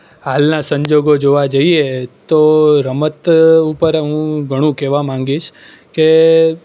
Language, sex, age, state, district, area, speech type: Gujarati, male, 18-30, Gujarat, Surat, urban, spontaneous